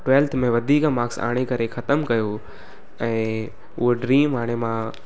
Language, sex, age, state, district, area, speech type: Sindhi, male, 18-30, Gujarat, Surat, urban, spontaneous